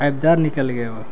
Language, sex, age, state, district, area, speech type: Urdu, male, 18-30, Bihar, Gaya, urban, spontaneous